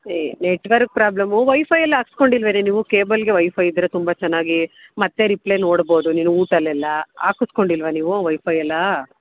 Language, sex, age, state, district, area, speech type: Kannada, female, 30-45, Karnataka, Mandya, rural, conversation